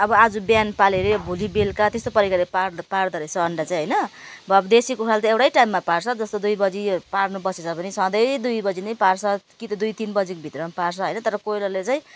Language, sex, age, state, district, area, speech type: Nepali, female, 30-45, West Bengal, Jalpaiguri, urban, spontaneous